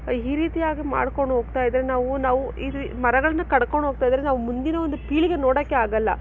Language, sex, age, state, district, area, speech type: Kannada, female, 18-30, Karnataka, Chikkaballapur, rural, spontaneous